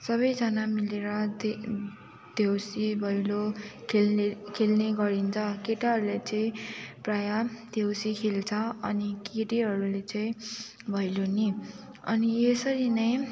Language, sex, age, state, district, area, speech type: Nepali, female, 18-30, West Bengal, Jalpaiguri, rural, spontaneous